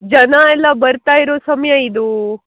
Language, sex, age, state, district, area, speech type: Kannada, female, 18-30, Karnataka, Uttara Kannada, rural, conversation